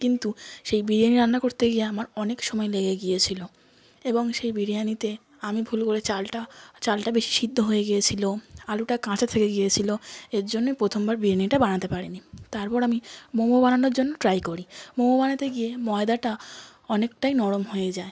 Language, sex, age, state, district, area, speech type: Bengali, female, 18-30, West Bengal, South 24 Parganas, rural, spontaneous